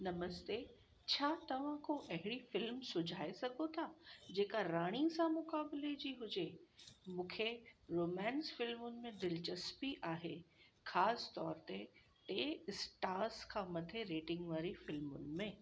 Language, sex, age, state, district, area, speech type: Sindhi, female, 45-60, Gujarat, Kutch, urban, read